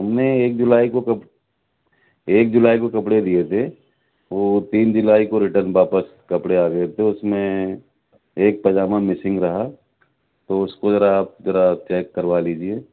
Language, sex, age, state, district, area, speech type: Urdu, male, 60+, Delhi, South Delhi, urban, conversation